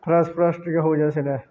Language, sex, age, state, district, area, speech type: Odia, male, 30-45, Odisha, Balangir, urban, spontaneous